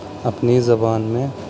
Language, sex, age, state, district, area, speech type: Urdu, male, 30-45, Uttar Pradesh, Muzaffarnagar, urban, spontaneous